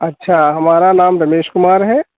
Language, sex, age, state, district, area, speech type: Hindi, male, 45-60, Uttar Pradesh, Sitapur, rural, conversation